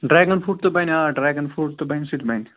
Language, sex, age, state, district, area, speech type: Kashmiri, male, 30-45, Jammu and Kashmir, Srinagar, urban, conversation